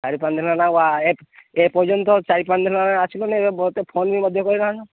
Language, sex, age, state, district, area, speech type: Odia, male, 30-45, Odisha, Sambalpur, rural, conversation